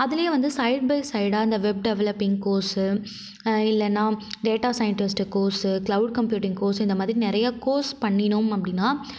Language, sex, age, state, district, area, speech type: Tamil, female, 45-60, Tamil Nadu, Mayiladuthurai, rural, spontaneous